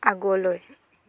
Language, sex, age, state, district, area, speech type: Assamese, female, 18-30, Assam, Dhemaji, rural, read